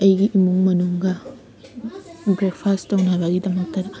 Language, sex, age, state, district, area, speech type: Manipuri, female, 18-30, Manipur, Kakching, rural, spontaneous